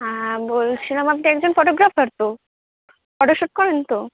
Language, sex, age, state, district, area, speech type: Bengali, female, 18-30, West Bengal, Birbhum, urban, conversation